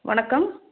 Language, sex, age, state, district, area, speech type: Tamil, female, 30-45, Tamil Nadu, Salem, urban, conversation